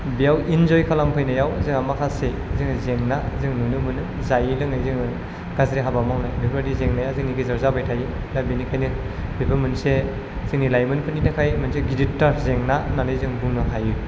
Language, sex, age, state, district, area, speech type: Bodo, male, 18-30, Assam, Chirang, rural, spontaneous